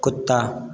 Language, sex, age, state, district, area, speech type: Hindi, male, 18-30, Rajasthan, Jodhpur, rural, read